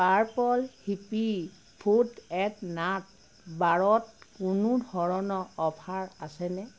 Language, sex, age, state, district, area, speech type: Assamese, female, 45-60, Assam, Sivasagar, rural, read